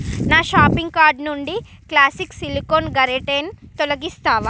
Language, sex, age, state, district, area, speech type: Telugu, female, 45-60, Andhra Pradesh, Srikakulam, rural, read